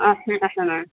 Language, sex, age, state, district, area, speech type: Assamese, female, 45-60, Assam, Tinsukia, urban, conversation